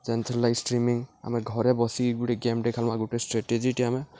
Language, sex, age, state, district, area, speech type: Odia, male, 18-30, Odisha, Subarnapur, urban, spontaneous